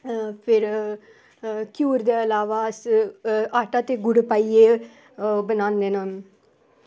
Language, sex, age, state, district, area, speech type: Dogri, female, 18-30, Jammu and Kashmir, Samba, rural, spontaneous